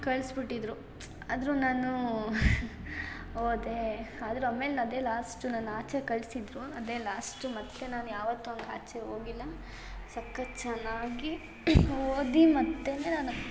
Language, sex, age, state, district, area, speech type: Kannada, female, 18-30, Karnataka, Hassan, rural, spontaneous